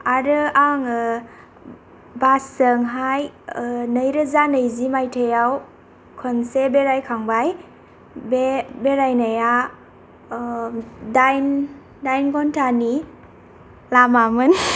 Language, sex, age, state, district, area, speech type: Bodo, female, 18-30, Assam, Kokrajhar, rural, spontaneous